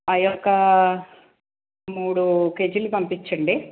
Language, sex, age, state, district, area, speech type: Telugu, male, 18-30, Andhra Pradesh, Guntur, urban, conversation